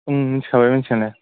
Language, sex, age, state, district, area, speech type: Bodo, male, 18-30, Assam, Udalguri, urban, conversation